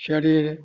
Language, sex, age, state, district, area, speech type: Sindhi, male, 60+, Rajasthan, Ajmer, urban, spontaneous